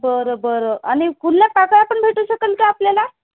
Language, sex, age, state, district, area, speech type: Marathi, female, 30-45, Maharashtra, Nanded, urban, conversation